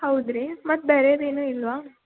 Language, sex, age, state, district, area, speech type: Kannada, female, 18-30, Karnataka, Belgaum, rural, conversation